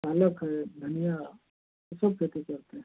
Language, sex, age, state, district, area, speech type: Hindi, male, 45-60, Uttar Pradesh, Ghazipur, rural, conversation